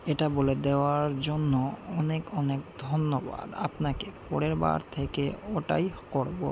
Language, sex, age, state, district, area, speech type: Bengali, male, 18-30, West Bengal, Malda, urban, read